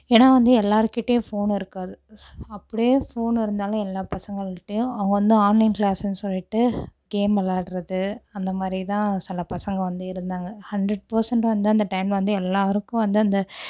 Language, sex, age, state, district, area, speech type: Tamil, female, 18-30, Tamil Nadu, Cuddalore, urban, spontaneous